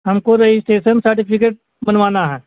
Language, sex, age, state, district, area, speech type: Urdu, male, 60+, Bihar, Gaya, rural, conversation